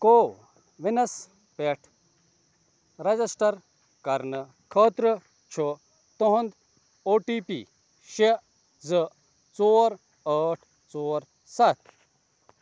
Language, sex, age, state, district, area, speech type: Kashmiri, male, 30-45, Jammu and Kashmir, Ganderbal, rural, read